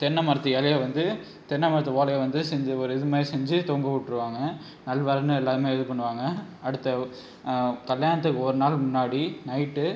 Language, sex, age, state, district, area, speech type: Tamil, male, 18-30, Tamil Nadu, Tiruchirappalli, rural, spontaneous